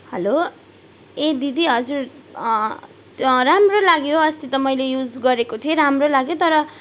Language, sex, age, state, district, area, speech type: Nepali, female, 18-30, West Bengal, Darjeeling, rural, spontaneous